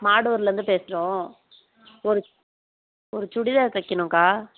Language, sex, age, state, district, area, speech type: Tamil, female, 18-30, Tamil Nadu, Kallakurichi, rural, conversation